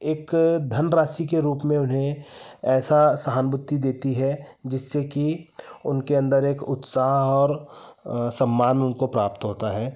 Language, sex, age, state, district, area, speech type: Hindi, male, 30-45, Madhya Pradesh, Betul, urban, spontaneous